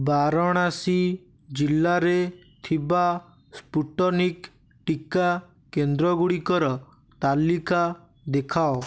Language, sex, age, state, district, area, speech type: Odia, male, 18-30, Odisha, Bhadrak, rural, read